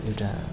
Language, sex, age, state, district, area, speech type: Nepali, male, 30-45, West Bengal, Darjeeling, rural, spontaneous